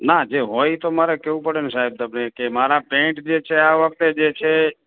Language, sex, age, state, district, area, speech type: Gujarati, male, 45-60, Gujarat, Morbi, urban, conversation